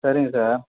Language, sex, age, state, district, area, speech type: Tamil, male, 45-60, Tamil Nadu, Vellore, rural, conversation